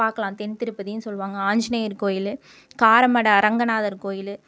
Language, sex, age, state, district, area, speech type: Tamil, female, 30-45, Tamil Nadu, Coimbatore, rural, spontaneous